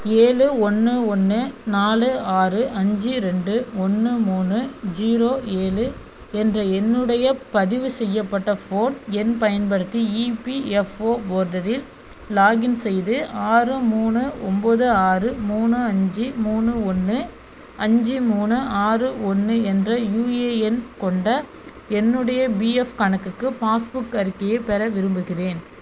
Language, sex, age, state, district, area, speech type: Tamil, female, 18-30, Tamil Nadu, Thoothukudi, rural, read